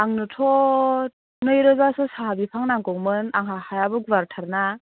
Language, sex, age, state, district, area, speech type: Bodo, female, 30-45, Assam, Chirang, rural, conversation